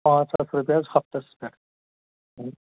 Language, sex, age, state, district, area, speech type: Kashmiri, male, 30-45, Jammu and Kashmir, Pulwama, rural, conversation